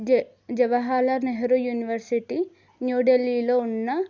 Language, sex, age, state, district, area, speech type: Telugu, female, 18-30, Telangana, Adilabad, urban, spontaneous